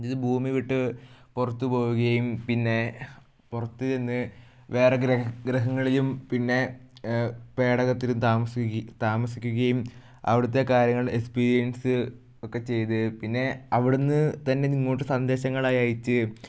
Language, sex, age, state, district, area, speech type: Malayalam, male, 18-30, Kerala, Wayanad, rural, spontaneous